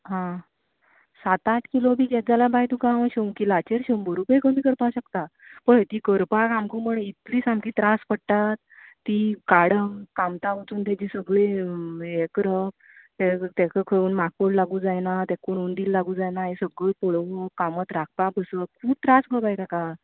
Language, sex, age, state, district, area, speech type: Goan Konkani, female, 30-45, Goa, Canacona, rural, conversation